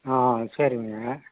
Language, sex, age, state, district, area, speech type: Tamil, male, 60+, Tamil Nadu, Coimbatore, urban, conversation